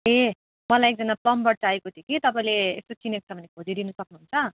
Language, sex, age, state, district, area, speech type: Nepali, female, 18-30, West Bengal, Kalimpong, rural, conversation